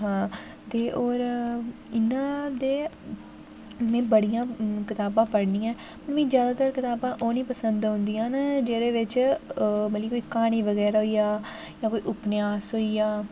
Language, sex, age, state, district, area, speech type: Dogri, female, 18-30, Jammu and Kashmir, Jammu, rural, spontaneous